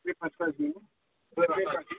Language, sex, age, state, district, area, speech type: Odia, male, 45-60, Odisha, Sambalpur, rural, conversation